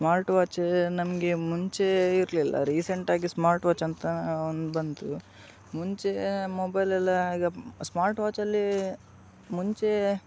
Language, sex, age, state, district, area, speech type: Kannada, male, 18-30, Karnataka, Udupi, rural, spontaneous